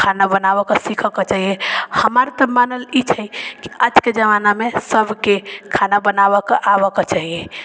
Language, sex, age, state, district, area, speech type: Maithili, female, 45-60, Bihar, Sitamarhi, rural, spontaneous